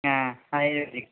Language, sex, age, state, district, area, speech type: Kannada, male, 60+, Karnataka, Shimoga, rural, conversation